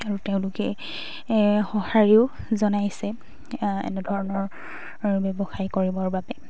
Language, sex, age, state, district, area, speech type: Assamese, female, 18-30, Assam, Sivasagar, rural, spontaneous